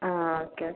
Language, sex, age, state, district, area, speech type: Malayalam, female, 18-30, Kerala, Malappuram, rural, conversation